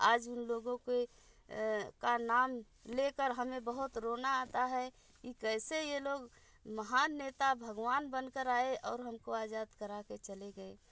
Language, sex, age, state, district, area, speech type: Hindi, female, 60+, Uttar Pradesh, Bhadohi, urban, spontaneous